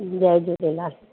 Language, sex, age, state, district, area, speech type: Sindhi, female, 30-45, Gujarat, Surat, urban, conversation